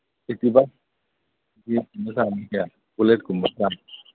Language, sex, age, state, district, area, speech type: Manipuri, male, 45-60, Manipur, Imphal East, rural, conversation